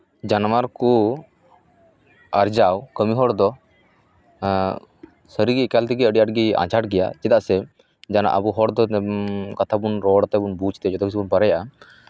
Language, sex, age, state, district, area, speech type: Santali, male, 30-45, West Bengal, Paschim Bardhaman, rural, spontaneous